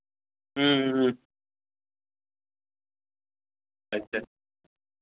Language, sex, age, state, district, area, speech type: Dogri, male, 30-45, Jammu and Kashmir, Udhampur, rural, conversation